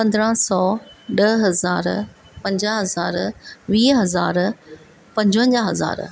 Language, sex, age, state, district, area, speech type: Sindhi, female, 45-60, Maharashtra, Thane, urban, spontaneous